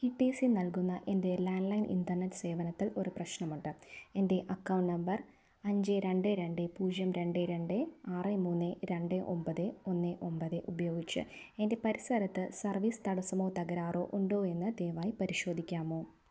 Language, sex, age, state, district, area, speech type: Malayalam, female, 18-30, Kerala, Wayanad, rural, read